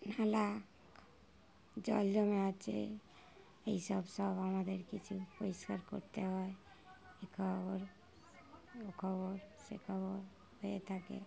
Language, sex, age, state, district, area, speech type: Bengali, female, 60+, West Bengal, Darjeeling, rural, spontaneous